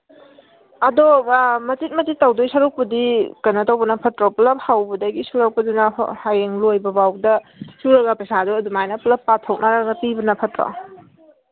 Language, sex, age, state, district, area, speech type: Manipuri, female, 18-30, Manipur, Kangpokpi, urban, conversation